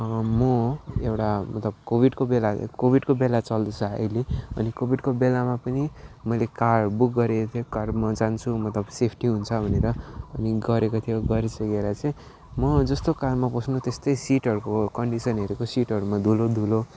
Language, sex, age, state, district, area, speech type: Nepali, male, 18-30, West Bengal, Alipurduar, urban, spontaneous